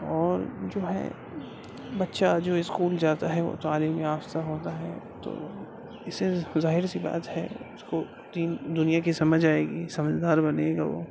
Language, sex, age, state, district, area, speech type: Urdu, male, 18-30, Uttar Pradesh, Gautam Buddha Nagar, rural, spontaneous